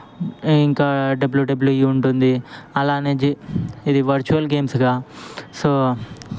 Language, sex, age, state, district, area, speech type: Telugu, male, 18-30, Telangana, Ranga Reddy, urban, spontaneous